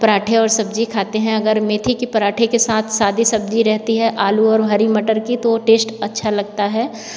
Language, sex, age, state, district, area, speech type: Hindi, female, 45-60, Uttar Pradesh, Varanasi, rural, spontaneous